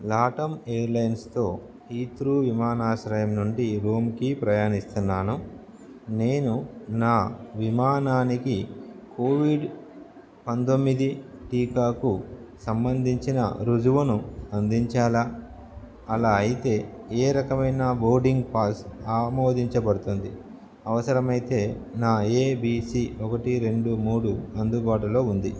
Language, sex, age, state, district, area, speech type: Telugu, male, 30-45, Andhra Pradesh, Nellore, urban, read